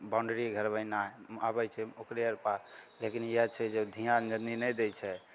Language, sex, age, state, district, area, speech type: Maithili, male, 18-30, Bihar, Begusarai, rural, spontaneous